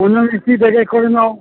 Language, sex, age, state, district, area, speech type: Bengali, male, 60+, West Bengal, Darjeeling, rural, conversation